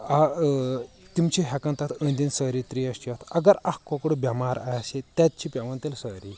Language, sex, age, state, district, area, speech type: Kashmiri, male, 30-45, Jammu and Kashmir, Kulgam, urban, spontaneous